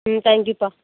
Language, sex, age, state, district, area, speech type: Tamil, female, 45-60, Tamil Nadu, Tiruvarur, rural, conversation